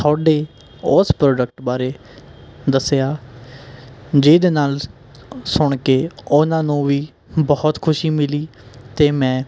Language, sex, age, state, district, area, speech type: Punjabi, male, 18-30, Punjab, Mohali, urban, spontaneous